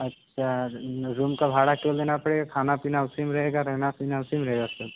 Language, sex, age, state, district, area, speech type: Hindi, male, 18-30, Uttar Pradesh, Mirzapur, rural, conversation